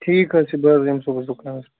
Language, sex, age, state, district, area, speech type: Kashmiri, male, 18-30, Jammu and Kashmir, Baramulla, rural, conversation